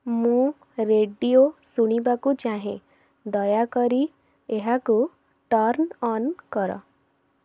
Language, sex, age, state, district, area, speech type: Odia, female, 18-30, Odisha, Cuttack, urban, read